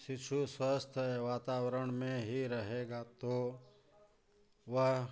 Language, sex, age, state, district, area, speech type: Hindi, male, 45-60, Uttar Pradesh, Chandauli, urban, spontaneous